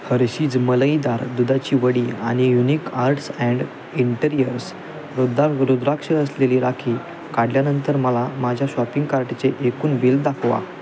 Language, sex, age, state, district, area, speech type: Marathi, male, 18-30, Maharashtra, Sangli, urban, read